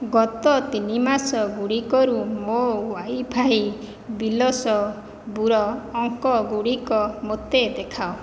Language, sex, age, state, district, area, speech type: Odia, female, 30-45, Odisha, Khordha, rural, read